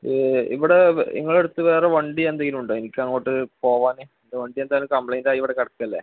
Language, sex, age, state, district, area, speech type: Malayalam, male, 18-30, Kerala, Malappuram, rural, conversation